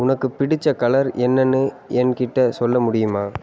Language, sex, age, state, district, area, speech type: Tamil, male, 18-30, Tamil Nadu, Ariyalur, rural, read